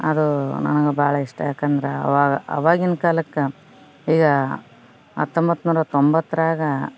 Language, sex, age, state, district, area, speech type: Kannada, female, 30-45, Karnataka, Koppal, urban, spontaneous